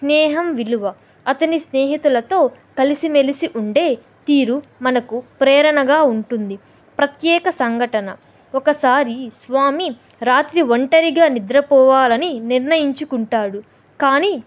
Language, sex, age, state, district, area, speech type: Telugu, female, 18-30, Andhra Pradesh, Kadapa, rural, spontaneous